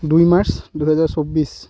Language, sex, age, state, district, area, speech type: Assamese, male, 18-30, Assam, Sivasagar, rural, spontaneous